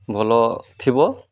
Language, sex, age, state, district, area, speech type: Odia, male, 45-60, Odisha, Malkangiri, urban, spontaneous